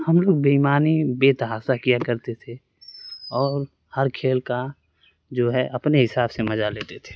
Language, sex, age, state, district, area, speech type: Urdu, male, 18-30, Uttar Pradesh, Azamgarh, rural, spontaneous